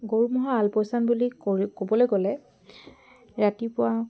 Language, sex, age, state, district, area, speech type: Assamese, female, 30-45, Assam, Sivasagar, rural, spontaneous